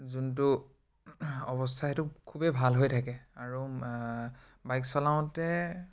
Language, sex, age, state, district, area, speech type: Assamese, male, 18-30, Assam, Biswanath, rural, spontaneous